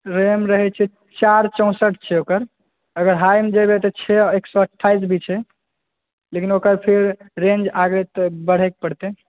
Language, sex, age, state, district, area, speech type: Maithili, male, 18-30, Bihar, Purnia, urban, conversation